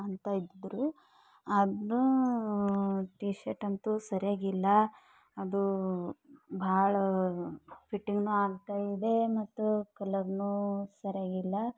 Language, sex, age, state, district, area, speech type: Kannada, female, 45-60, Karnataka, Bidar, rural, spontaneous